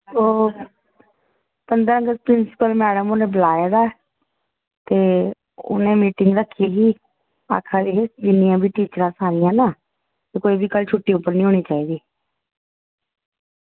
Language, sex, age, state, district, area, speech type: Dogri, female, 60+, Jammu and Kashmir, Reasi, rural, conversation